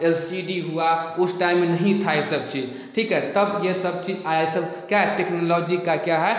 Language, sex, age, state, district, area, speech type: Hindi, male, 18-30, Bihar, Samastipur, rural, spontaneous